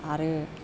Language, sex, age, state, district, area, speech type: Bodo, female, 60+, Assam, Chirang, rural, spontaneous